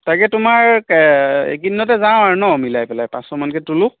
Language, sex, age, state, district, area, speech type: Assamese, male, 30-45, Assam, Biswanath, rural, conversation